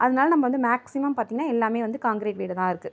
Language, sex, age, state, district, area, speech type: Tamil, female, 30-45, Tamil Nadu, Tiruvarur, rural, spontaneous